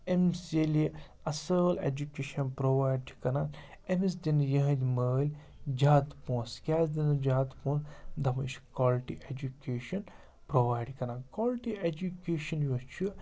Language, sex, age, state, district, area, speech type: Kashmiri, male, 30-45, Jammu and Kashmir, Srinagar, urban, spontaneous